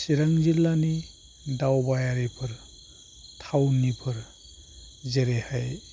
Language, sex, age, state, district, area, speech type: Bodo, male, 45-60, Assam, Chirang, rural, spontaneous